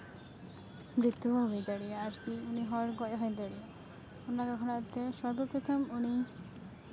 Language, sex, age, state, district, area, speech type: Santali, female, 18-30, West Bengal, Uttar Dinajpur, rural, spontaneous